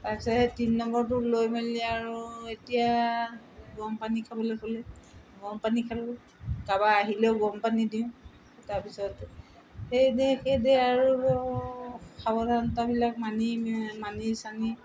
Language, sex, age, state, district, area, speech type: Assamese, female, 60+, Assam, Tinsukia, rural, spontaneous